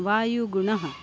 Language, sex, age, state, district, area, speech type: Sanskrit, female, 60+, Maharashtra, Nagpur, urban, read